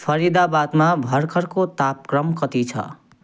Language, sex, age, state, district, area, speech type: Nepali, male, 30-45, West Bengal, Jalpaiguri, rural, read